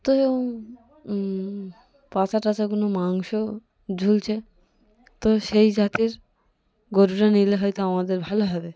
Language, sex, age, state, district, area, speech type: Bengali, female, 18-30, West Bengal, Cooch Behar, urban, spontaneous